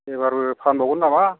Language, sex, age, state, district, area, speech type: Bodo, male, 45-60, Assam, Kokrajhar, urban, conversation